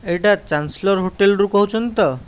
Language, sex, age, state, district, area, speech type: Odia, male, 45-60, Odisha, Khordha, rural, spontaneous